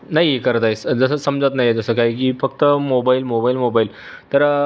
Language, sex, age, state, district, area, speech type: Marathi, male, 30-45, Maharashtra, Buldhana, urban, spontaneous